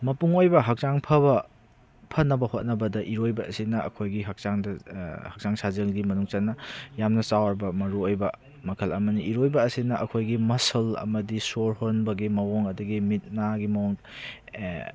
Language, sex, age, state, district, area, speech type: Manipuri, male, 30-45, Manipur, Kakching, rural, spontaneous